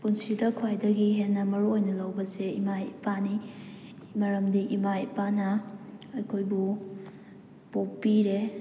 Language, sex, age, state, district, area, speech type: Manipuri, female, 18-30, Manipur, Kakching, rural, spontaneous